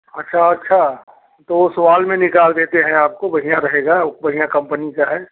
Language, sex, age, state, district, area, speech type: Hindi, male, 45-60, Uttar Pradesh, Prayagraj, rural, conversation